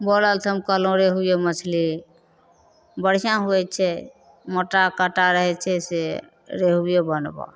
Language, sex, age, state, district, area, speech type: Maithili, female, 45-60, Bihar, Begusarai, rural, spontaneous